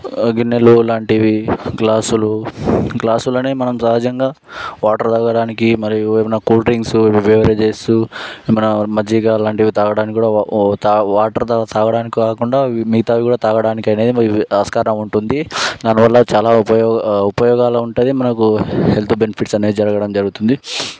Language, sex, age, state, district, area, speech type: Telugu, male, 18-30, Telangana, Sangareddy, urban, spontaneous